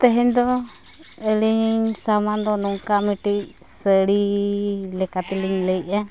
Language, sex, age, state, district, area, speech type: Santali, female, 30-45, Jharkhand, East Singhbhum, rural, spontaneous